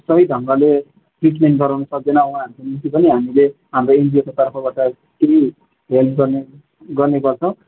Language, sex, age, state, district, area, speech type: Nepali, male, 18-30, West Bengal, Darjeeling, rural, conversation